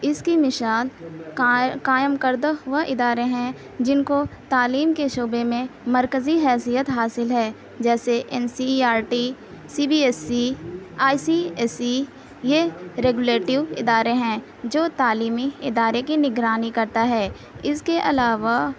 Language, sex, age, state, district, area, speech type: Urdu, male, 18-30, Uttar Pradesh, Mau, urban, spontaneous